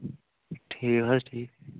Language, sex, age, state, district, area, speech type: Kashmiri, male, 18-30, Jammu and Kashmir, Kulgam, rural, conversation